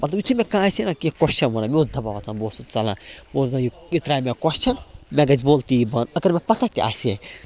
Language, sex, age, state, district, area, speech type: Kashmiri, male, 18-30, Jammu and Kashmir, Baramulla, rural, spontaneous